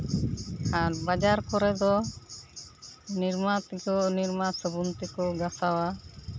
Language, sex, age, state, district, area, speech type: Santali, female, 45-60, West Bengal, Uttar Dinajpur, rural, spontaneous